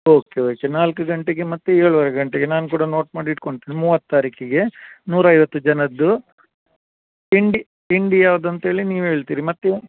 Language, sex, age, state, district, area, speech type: Kannada, male, 45-60, Karnataka, Udupi, rural, conversation